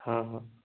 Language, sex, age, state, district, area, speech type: Hindi, male, 18-30, Madhya Pradesh, Ujjain, urban, conversation